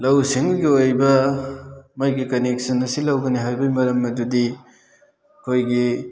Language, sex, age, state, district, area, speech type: Manipuri, male, 30-45, Manipur, Thoubal, rural, spontaneous